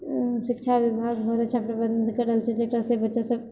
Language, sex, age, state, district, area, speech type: Maithili, female, 30-45, Bihar, Purnia, rural, spontaneous